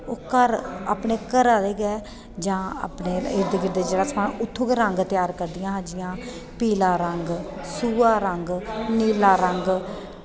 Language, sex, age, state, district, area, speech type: Dogri, female, 30-45, Jammu and Kashmir, Kathua, rural, spontaneous